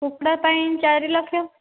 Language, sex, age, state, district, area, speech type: Odia, female, 30-45, Odisha, Dhenkanal, rural, conversation